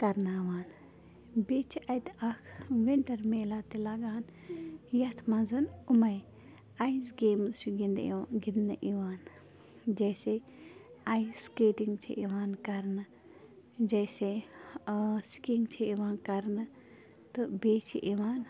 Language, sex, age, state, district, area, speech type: Kashmiri, female, 30-45, Jammu and Kashmir, Bandipora, rural, spontaneous